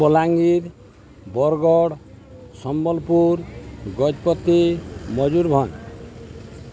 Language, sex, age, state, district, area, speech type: Odia, male, 60+, Odisha, Balangir, urban, spontaneous